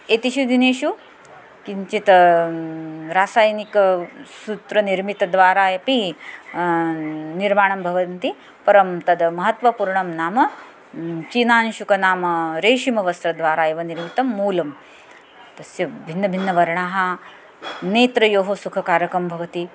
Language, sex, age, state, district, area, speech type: Sanskrit, female, 45-60, Maharashtra, Nagpur, urban, spontaneous